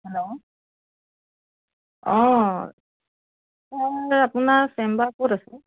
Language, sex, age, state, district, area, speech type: Assamese, female, 30-45, Assam, Biswanath, rural, conversation